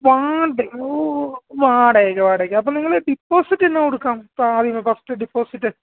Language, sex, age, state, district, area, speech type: Malayalam, male, 30-45, Kerala, Alappuzha, rural, conversation